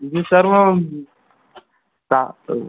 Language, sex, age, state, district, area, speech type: Hindi, male, 18-30, Madhya Pradesh, Harda, urban, conversation